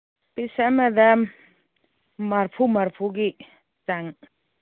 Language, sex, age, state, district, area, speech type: Manipuri, female, 60+, Manipur, Churachandpur, urban, conversation